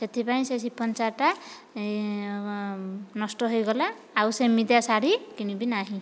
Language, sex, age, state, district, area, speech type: Odia, female, 45-60, Odisha, Dhenkanal, rural, spontaneous